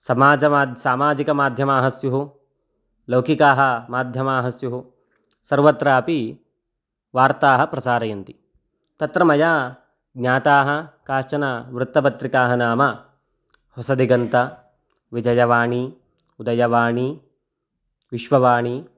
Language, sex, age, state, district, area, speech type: Sanskrit, male, 18-30, Karnataka, Chitradurga, rural, spontaneous